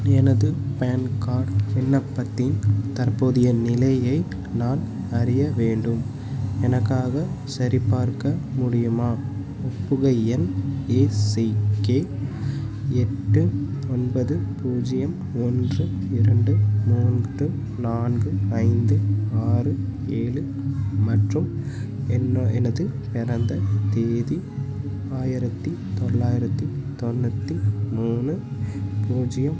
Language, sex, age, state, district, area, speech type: Tamil, male, 18-30, Tamil Nadu, Tiruchirappalli, rural, read